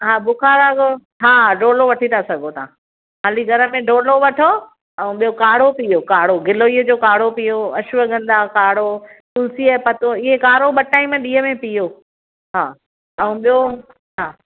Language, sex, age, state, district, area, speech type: Sindhi, female, 60+, Maharashtra, Thane, urban, conversation